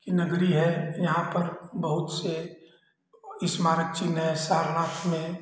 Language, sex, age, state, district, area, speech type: Hindi, male, 60+, Uttar Pradesh, Chandauli, urban, spontaneous